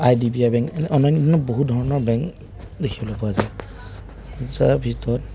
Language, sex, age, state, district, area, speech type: Assamese, male, 18-30, Assam, Lakhimpur, urban, spontaneous